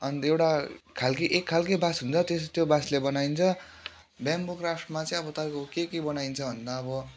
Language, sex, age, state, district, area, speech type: Nepali, male, 18-30, West Bengal, Kalimpong, rural, spontaneous